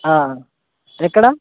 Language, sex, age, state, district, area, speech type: Telugu, male, 18-30, Telangana, Khammam, urban, conversation